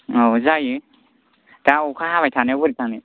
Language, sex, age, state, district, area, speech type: Bodo, male, 18-30, Assam, Kokrajhar, rural, conversation